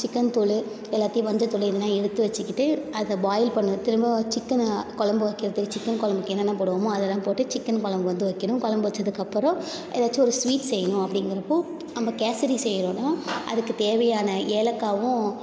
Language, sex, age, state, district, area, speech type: Tamil, female, 18-30, Tamil Nadu, Thanjavur, urban, spontaneous